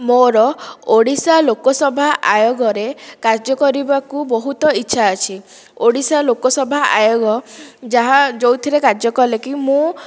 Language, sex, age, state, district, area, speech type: Odia, female, 30-45, Odisha, Dhenkanal, rural, spontaneous